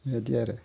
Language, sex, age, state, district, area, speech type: Bodo, male, 60+, Assam, Udalguri, rural, spontaneous